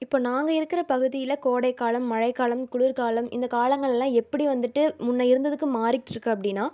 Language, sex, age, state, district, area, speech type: Tamil, female, 18-30, Tamil Nadu, Erode, rural, spontaneous